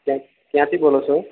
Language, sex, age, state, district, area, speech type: Gujarati, male, 30-45, Gujarat, Narmada, rural, conversation